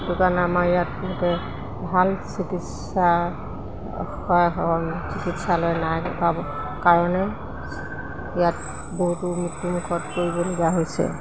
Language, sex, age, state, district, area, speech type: Assamese, female, 45-60, Assam, Golaghat, urban, spontaneous